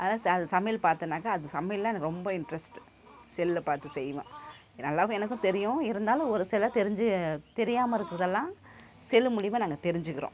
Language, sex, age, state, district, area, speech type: Tamil, female, 45-60, Tamil Nadu, Kallakurichi, urban, spontaneous